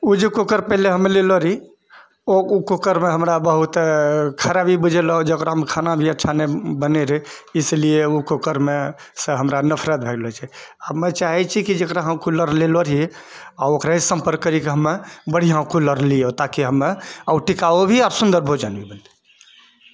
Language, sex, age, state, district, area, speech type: Maithili, male, 60+, Bihar, Purnia, rural, spontaneous